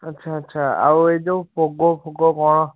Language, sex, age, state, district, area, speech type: Odia, male, 18-30, Odisha, Cuttack, urban, conversation